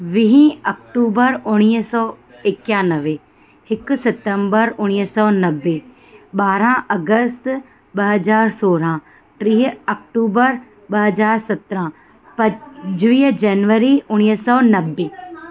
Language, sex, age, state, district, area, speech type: Sindhi, female, 30-45, Madhya Pradesh, Katni, urban, spontaneous